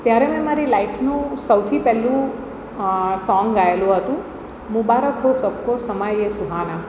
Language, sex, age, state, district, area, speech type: Gujarati, female, 45-60, Gujarat, Surat, urban, spontaneous